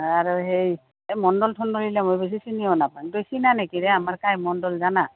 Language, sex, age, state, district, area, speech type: Assamese, female, 60+, Assam, Goalpara, rural, conversation